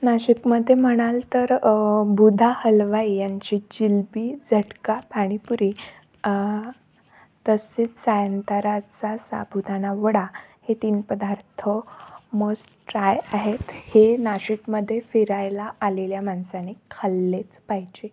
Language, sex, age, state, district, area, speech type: Marathi, female, 18-30, Maharashtra, Nashik, urban, spontaneous